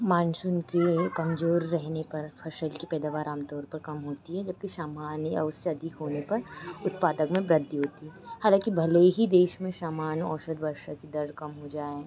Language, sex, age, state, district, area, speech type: Hindi, female, 18-30, Madhya Pradesh, Chhindwara, urban, spontaneous